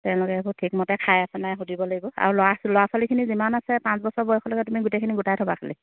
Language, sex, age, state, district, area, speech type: Assamese, female, 30-45, Assam, Charaideo, rural, conversation